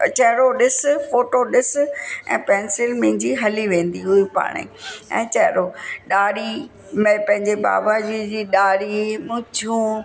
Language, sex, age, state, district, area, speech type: Sindhi, female, 60+, Uttar Pradesh, Lucknow, rural, spontaneous